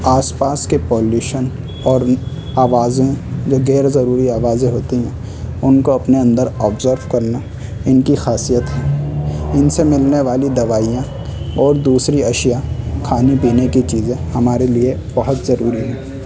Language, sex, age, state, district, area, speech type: Urdu, male, 18-30, Delhi, North West Delhi, urban, spontaneous